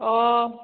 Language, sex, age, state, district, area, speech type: Bodo, female, 18-30, Assam, Udalguri, urban, conversation